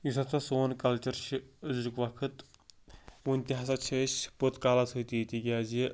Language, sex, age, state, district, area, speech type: Kashmiri, male, 18-30, Jammu and Kashmir, Pulwama, rural, spontaneous